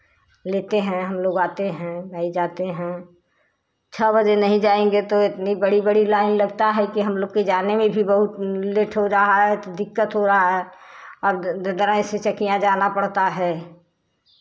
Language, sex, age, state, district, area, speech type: Hindi, female, 60+, Uttar Pradesh, Chandauli, rural, spontaneous